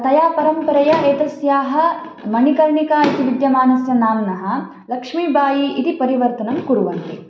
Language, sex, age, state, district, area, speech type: Sanskrit, female, 18-30, Karnataka, Chikkamagaluru, urban, spontaneous